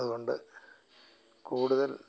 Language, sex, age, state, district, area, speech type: Malayalam, male, 60+, Kerala, Alappuzha, rural, spontaneous